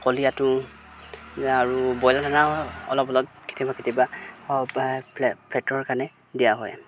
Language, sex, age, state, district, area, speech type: Assamese, male, 30-45, Assam, Golaghat, rural, spontaneous